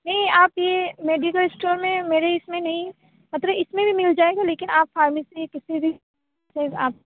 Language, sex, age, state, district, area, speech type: Urdu, female, 30-45, Uttar Pradesh, Aligarh, rural, conversation